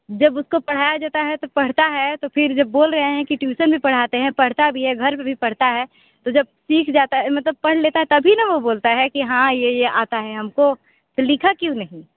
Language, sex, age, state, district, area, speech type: Hindi, female, 18-30, Uttar Pradesh, Sonbhadra, rural, conversation